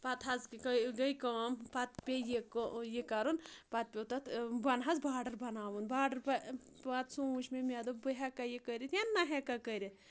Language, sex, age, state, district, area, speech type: Kashmiri, female, 30-45, Jammu and Kashmir, Anantnag, rural, spontaneous